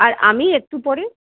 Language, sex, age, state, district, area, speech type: Bengali, female, 45-60, West Bengal, Paschim Bardhaman, urban, conversation